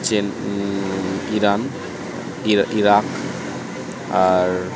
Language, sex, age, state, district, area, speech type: Bengali, male, 45-60, West Bengal, Purba Bardhaman, rural, spontaneous